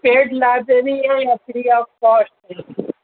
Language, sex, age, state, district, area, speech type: Urdu, male, 18-30, Uttar Pradesh, Azamgarh, rural, conversation